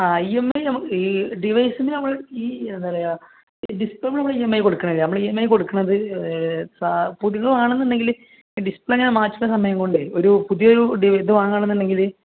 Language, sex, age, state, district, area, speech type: Malayalam, male, 30-45, Kerala, Malappuram, rural, conversation